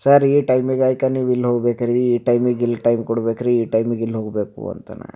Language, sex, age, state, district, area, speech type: Kannada, male, 30-45, Karnataka, Bidar, urban, spontaneous